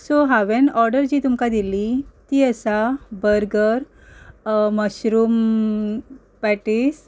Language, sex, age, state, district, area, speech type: Goan Konkani, female, 30-45, Goa, Ponda, rural, spontaneous